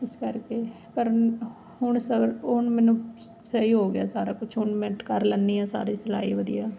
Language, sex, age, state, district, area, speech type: Punjabi, female, 30-45, Punjab, Ludhiana, urban, spontaneous